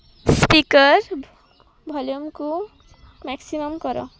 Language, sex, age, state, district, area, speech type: Odia, female, 18-30, Odisha, Malkangiri, urban, read